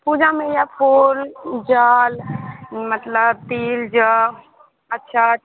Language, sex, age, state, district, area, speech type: Hindi, female, 18-30, Bihar, Madhepura, rural, conversation